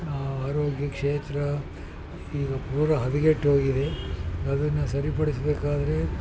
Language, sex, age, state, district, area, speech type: Kannada, male, 60+, Karnataka, Mysore, rural, spontaneous